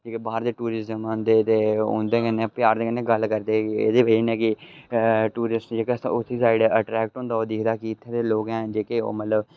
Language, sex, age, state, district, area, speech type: Dogri, male, 18-30, Jammu and Kashmir, Udhampur, rural, spontaneous